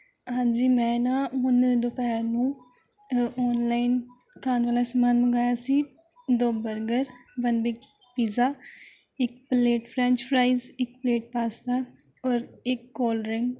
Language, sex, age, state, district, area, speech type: Punjabi, female, 18-30, Punjab, Rupnagar, urban, spontaneous